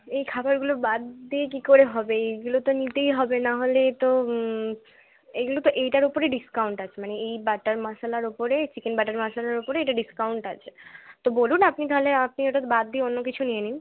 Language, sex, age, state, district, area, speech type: Bengali, female, 18-30, West Bengal, Bankura, urban, conversation